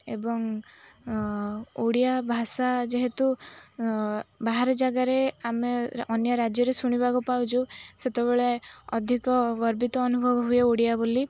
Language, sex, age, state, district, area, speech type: Odia, female, 18-30, Odisha, Jagatsinghpur, urban, spontaneous